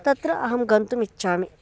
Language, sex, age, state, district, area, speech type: Sanskrit, male, 18-30, Karnataka, Uttara Kannada, rural, spontaneous